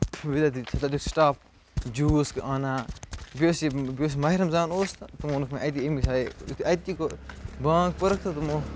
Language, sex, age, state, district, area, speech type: Kashmiri, male, 30-45, Jammu and Kashmir, Bandipora, rural, spontaneous